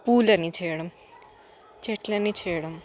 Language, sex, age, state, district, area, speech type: Telugu, female, 18-30, Telangana, Hyderabad, urban, spontaneous